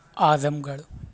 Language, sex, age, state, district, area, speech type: Urdu, male, 30-45, Uttar Pradesh, Shahjahanpur, rural, spontaneous